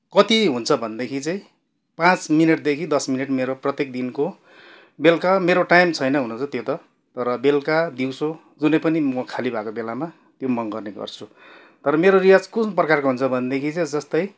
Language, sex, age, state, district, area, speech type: Nepali, male, 45-60, West Bengal, Darjeeling, rural, spontaneous